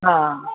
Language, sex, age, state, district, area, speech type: Hindi, female, 60+, Madhya Pradesh, Gwalior, rural, conversation